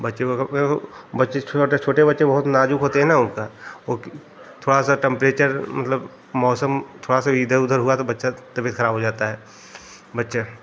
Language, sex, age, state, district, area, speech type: Hindi, male, 30-45, Uttar Pradesh, Ghazipur, urban, spontaneous